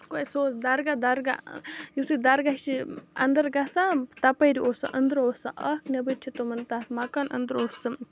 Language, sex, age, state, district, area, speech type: Kashmiri, other, 30-45, Jammu and Kashmir, Baramulla, urban, spontaneous